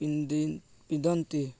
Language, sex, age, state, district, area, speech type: Odia, male, 18-30, Odisha, Koraput, urban, spontaneous